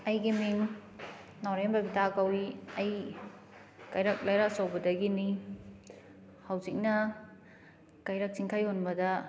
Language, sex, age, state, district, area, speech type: Manipuri, female, 30-45, Manipur, Kakching, rural, spontaneous